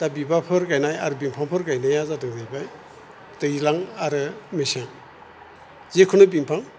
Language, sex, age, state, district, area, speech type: Bodo, male, 60+, Assam, Chirang, rural, spontaneous